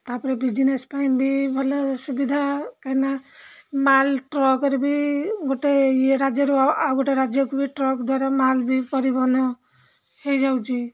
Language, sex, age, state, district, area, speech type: Odia, female, 45-60, Odisha, Rayagada, rural, spontaneous